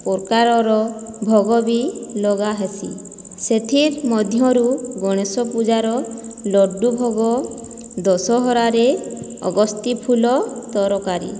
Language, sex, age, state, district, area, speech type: Odia, female, 30-45, Odisha, Boudh, rural, spontaneous